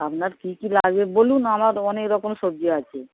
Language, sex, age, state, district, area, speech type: Bengali, female, 60+, West Bengal, Dakshin Dinajpur, rural, conversation